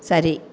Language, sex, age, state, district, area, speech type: Tamil, female, 45-60, Tamil Nadu, Coimbatore, rural, read